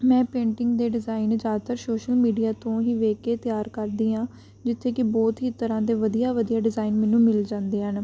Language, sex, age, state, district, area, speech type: Punjabi, female, 18-30, Punjab, Patiala, rural, spontaneous